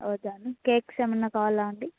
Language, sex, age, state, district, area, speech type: Telugu, female, 18-30, Andhra Pradesh, Annamaya, rural, conversation